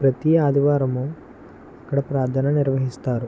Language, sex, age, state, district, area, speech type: Telugu, male, 18-30, Andhra Pradesh, West Godavari, rural, spontaneous